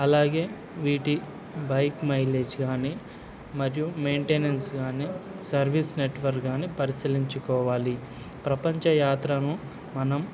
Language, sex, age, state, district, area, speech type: Telugu, male, 18-30, Andhra Pradesh, Nandyal, urban, spontaneous